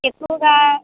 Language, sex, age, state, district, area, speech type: Telugu, female, 18-30, Andhra Pradesh, Vizianagaram, rural, conversation